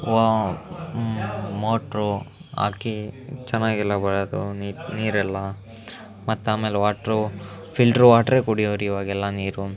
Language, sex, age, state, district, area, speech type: Kannada, male, 18-30, Karnataka, Chitradurga, rural, spontaneous